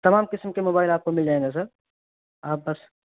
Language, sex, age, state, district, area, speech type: Urdu, male, 18-30, Uttar Pradesh, Saharanpur, urban, conversation